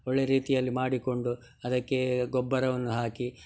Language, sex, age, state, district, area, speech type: Kannada, male, 60+, Karnataka, Udupi, rural, spontaneous